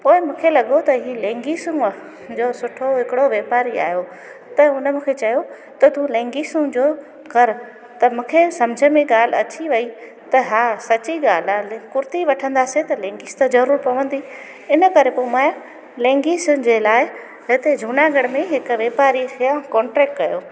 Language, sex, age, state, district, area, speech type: Sindhi, female, 45-60, Gujarat, Junagadh, urban, spontaneous